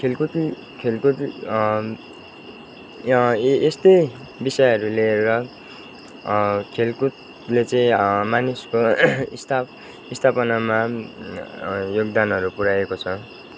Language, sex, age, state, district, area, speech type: Nepali, male, 30-45, West Bengal, Kalimpong, rural, spontaneous